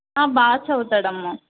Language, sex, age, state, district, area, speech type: Telugu, female, 18-30, Telangana, Vikarabad, rural, conversation